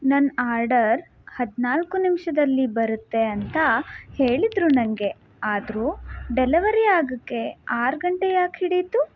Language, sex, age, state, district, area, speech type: Kannada, female, 18-30, Karnataka, Shimoga, rural, read